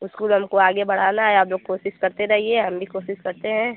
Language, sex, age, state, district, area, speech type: Hindi, female, 18-30, Uttar Pradesh, Azamgarh, rural, conversation